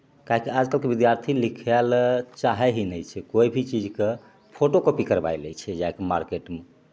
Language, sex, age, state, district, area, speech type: Maithili, male, 30-45, Bihar, Begusarai, urban, spontaneous